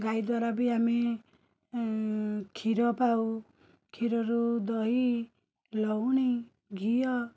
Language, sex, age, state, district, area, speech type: Odia, female, 30-45, Odisha, Cuttack, urban, spontaneous